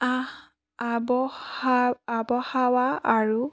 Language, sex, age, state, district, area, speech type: Assamese, female, 18-30, Assam, Charaideo, urban, spontaneous